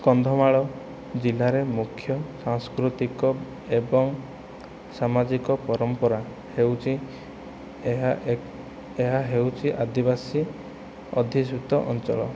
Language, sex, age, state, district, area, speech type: Odia, male, 45-60, Odisha, Kandhamal, rural, spontaneous